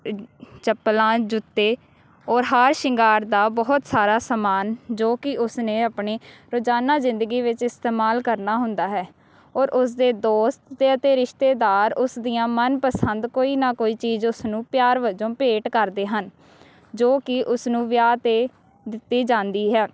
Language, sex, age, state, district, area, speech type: Punjabi, female, 18-30, Punjab, Amritsar, urban, spontaneous